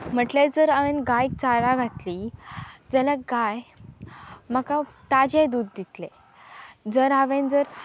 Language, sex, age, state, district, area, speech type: Goan Konkani, female, 18-30, Goa, Pernem, rural, spontaneous